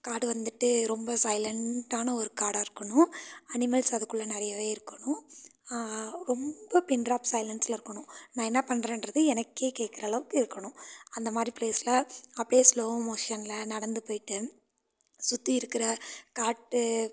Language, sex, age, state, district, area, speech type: Tamil, female, 18-30, Tamil Nadu, Nilgiris, urban, spontaneous